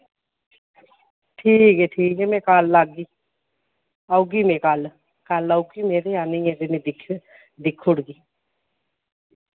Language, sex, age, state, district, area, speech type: Dogri, female, 45-60, Jammu and Kashmir, Reasi, rural, conversation